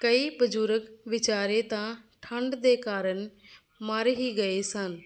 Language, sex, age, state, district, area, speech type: Punjabi, female, 30-45, Punjab, Fazilka, rural, spontaneous